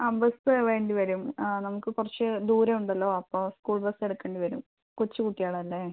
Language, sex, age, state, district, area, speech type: Malayalam, female, 18-30, Kerala, Palakkad, rural, conversation